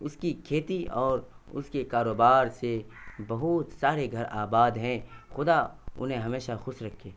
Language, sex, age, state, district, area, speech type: Urdu, male, 18-30, Bihar, Purnia, rural, spontaneous